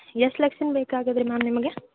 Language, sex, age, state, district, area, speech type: Kannada, female, 18-30, Karnataka, Gulbarga, urban, conversation